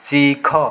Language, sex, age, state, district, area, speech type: Odia, male, 30-45, Odisha, Rayagada, urban, read